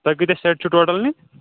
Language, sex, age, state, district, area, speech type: Kashmiri, male, 18-30, Jammu and Kashmir, Shopian, urban, conversation